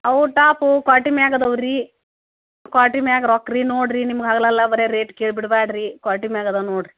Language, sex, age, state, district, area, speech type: Kannada, female, 45-60, Karnataka, Gadag, rural, conversation